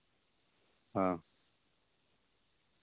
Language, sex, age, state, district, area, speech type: Santali, male, 18-30, Jharkhand, East Singhbhum, rural, conversation